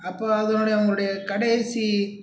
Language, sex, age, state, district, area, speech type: Tamil, male, 60+, Tamil Nadu, Pudukkottai, rural, spontaneous